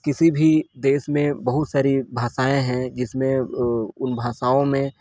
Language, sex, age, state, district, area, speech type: Hindi, male, 30-45, Uttar Pradesh, Mirzapur, rural, spontaneous